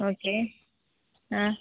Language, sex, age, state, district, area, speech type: Kannada, female, 30-45, Karnataka, Udupi, rural, conversation